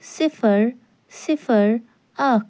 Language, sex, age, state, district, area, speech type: Kashmiri, female, 18-30, Jammu and Kashmir, Ganderbal, rural, read